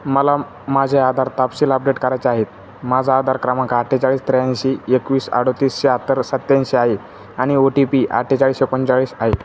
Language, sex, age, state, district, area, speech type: Marathi, male, 18-30, Maharashtra, Jalna, urban, read